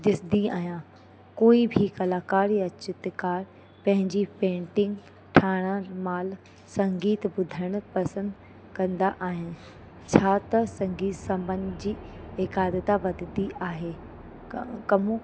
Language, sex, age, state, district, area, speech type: Sindhi, female, 30-45, Uttar Pradesh, Lucknow, urban, spontaneous